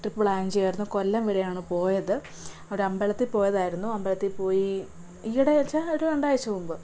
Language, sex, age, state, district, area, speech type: Malayalam, female, 18-30, Kerala, Kottayam, rural, spontaneous